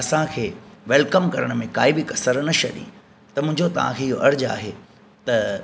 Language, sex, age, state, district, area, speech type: Sindhi, male, 30-45, Maharashtra, Thane, urban, spontaneous